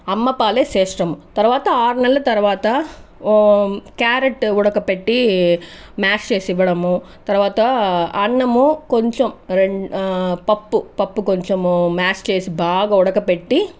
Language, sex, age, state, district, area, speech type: Telugu, female, 18-30, Andhra Pradesh, Chittoor, rural, spontaneous